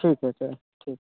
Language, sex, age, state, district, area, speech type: Hindi, male, 30-45, Uttar Pradesh, Mirzapur, rural, conversation